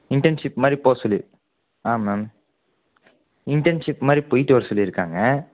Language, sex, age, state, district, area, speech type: Tamil, female, 30-45, Tamil Nadu, Krishnagiri, rural, conversation